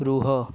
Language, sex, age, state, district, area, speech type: Odia, male, 18-30, Odisha, Nayagarh, rural, read